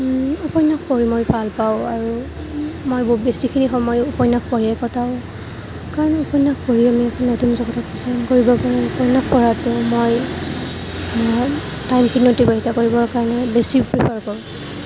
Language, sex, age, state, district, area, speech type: Assamese, female, 18-30, Assam, Kamrup Metropolitan, urban, spontaneous